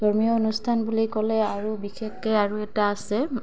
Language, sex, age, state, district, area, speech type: Assamese, female, 30-45, Assam, Goalpara, urban, spontaneous